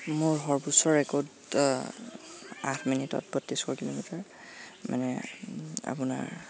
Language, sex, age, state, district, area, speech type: Assamese, male, 18-30, Assam, Lakhimpur, rural, spontaneous